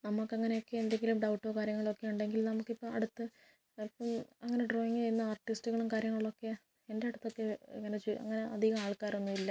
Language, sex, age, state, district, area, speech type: Malayalam, female, 18-30, Kerala, Kottayam, rural, spontaneous